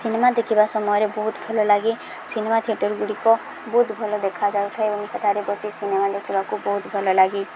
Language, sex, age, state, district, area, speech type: Odia, female, 18-30, Odisha, Subarnapur, urban, spontaneous